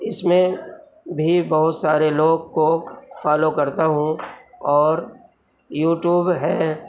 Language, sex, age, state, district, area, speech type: Urdu, male, 45-60, Uttar Pradesh, Gautam Buddha Nagar, rural, spontaneous